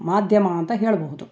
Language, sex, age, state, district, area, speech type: Kannada, female, 60+, Karnataka, Chitradurga, rural, spontaneous